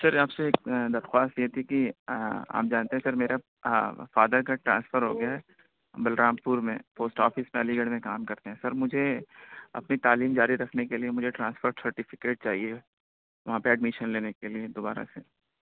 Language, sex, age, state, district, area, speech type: Urdu, male, 45-60, Uttar Pradesh, Aligarh, urban, conversation